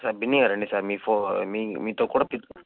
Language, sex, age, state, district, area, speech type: Telugu, male, 18-30, Andhra Pradesh, Chittoor, rural, conversation